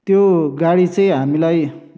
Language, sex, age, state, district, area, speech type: Nepali, male, 60+, West Bengal, Darjeeling, rural, spontaneous